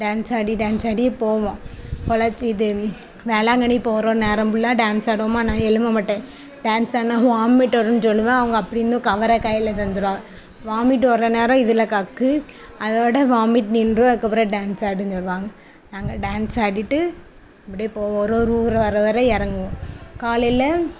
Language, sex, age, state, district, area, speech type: Tamil, female, 18-30, Tamil Nadu, Thoothukudi, rural, spontaneous